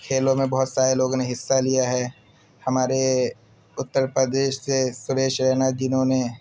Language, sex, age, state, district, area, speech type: Urdu, male, 18-30, Uttar Pradesh, Siddharthnagar, rural, spontaneous